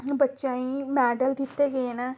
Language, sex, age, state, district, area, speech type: Dogri, female, 18-30, Jammu and Kashmir, Samba, urban, spontaneous